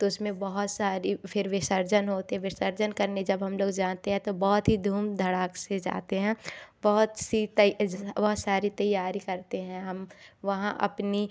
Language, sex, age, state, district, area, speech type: Hindi, female, 18-30, Madhya Pradesh, Katni, rural, spontaneous